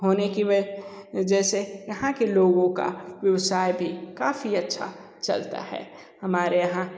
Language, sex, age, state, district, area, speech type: Hindi, male, 60+, Uttar Pradesh, Sonbhadra, rural, spontaneous